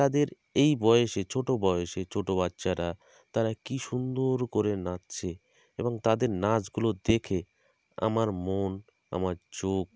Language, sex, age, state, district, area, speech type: Bengali, male, 30-45, West Bengal, North 24 Parganas, rural, spontaneous